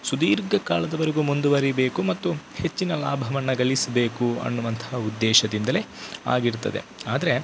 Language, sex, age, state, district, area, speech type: Kannada, male, 18-30, Karnataka, Dakshina Kannada, rural, spontaneous